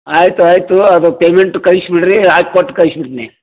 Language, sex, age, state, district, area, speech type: Kannada, male, 60+, Karnataka, Koppal, rural, conversation